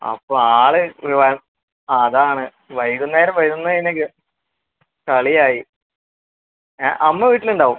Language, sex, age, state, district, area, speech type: Malayalam, male, 30-45, Kerala, Palakkad, urban, conversation